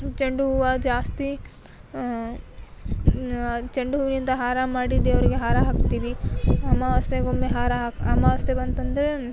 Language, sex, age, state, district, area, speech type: Kannada, female, 18-30, Karnataka, Koppal, urban, spontaneous